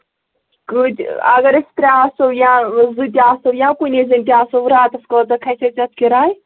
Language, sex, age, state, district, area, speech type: Kashmiri, female, 18-30, Jammu and Kashmir, Anantnag, rural, conversation